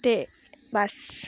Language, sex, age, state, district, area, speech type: Dogri, female, 18-30, Jammu and Kashmir, Udhampur, urban, spontaneous